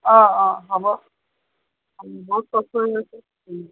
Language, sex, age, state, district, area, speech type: Assamese, female, 45-60, Assam, Tinsukia, rural, conversation